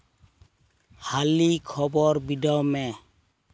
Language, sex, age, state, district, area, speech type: Santali, male, 45-60, West Bengal, Purulia, rural, read